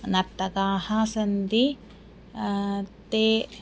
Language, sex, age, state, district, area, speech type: Sanskrit, female, 18-30, Kerala, Thiruvananthapuram, urban, spontaneous